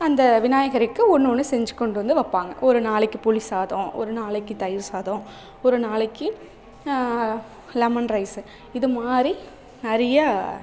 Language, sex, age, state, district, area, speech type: Tamil, female, 30-45, Tamil Nadu, Thanjavur, urban, spontaneous